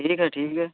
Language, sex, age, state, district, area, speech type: Hindi, male, 30-45, Uttar Pradesh, Varanasi, urban, conversation